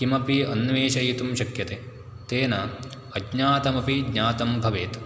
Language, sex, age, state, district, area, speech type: Sanskrit, male, 18-30, Karnataka, Uttara Kannada, rural, spontaneous